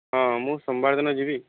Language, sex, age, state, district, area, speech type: Odia, male, 30-45, Odisha, Boudh, rural, conversation